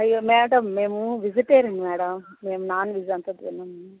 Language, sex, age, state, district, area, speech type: Telugu, female, 60+, Andhra Pradesh, Kadapa, rural, conversation